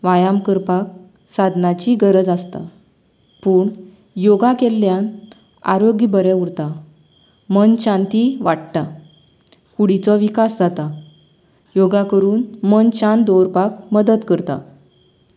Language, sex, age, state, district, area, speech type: Goan Konkani, female, 30-45, Goa, Canacona, rural, spontaneous